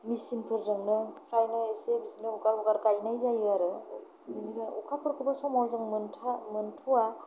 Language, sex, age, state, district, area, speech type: Bodo, female, 30-45, Assam, Kokrajhar, rural, spontaneous